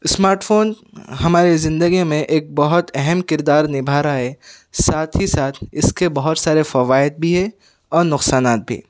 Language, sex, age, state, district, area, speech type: Urdu, male, 18-30, Telangana, Hyderabad, urban, spontaneous